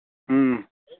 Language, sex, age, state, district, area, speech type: Manipuri, male, 30-45, Manipur, Churachandpur, rural, conversation